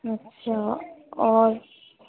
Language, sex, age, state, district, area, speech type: Urdu, female, 18-30, Uttar Pradesh, Lucknow, urban, conversation